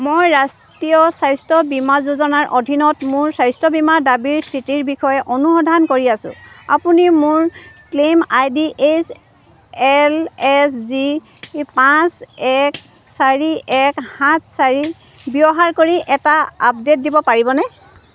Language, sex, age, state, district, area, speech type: Assamese, female, 45-60, Assam, Dibrugarh, rural, read